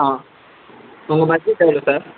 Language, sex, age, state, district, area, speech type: Tamil, male, 18-30, Tamil Nadu, Madurai, urban, conversation